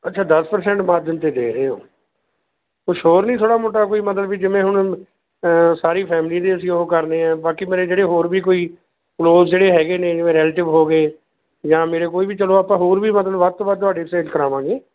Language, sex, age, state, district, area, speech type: Punjabi, male, 45-60, Punjab, Mansa, urban, conversation